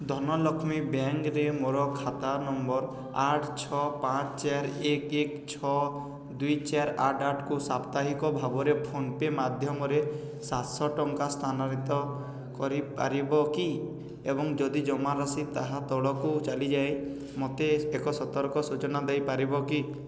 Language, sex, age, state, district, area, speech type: Odia, male, 18-30, Odisha, Balangir, urban, read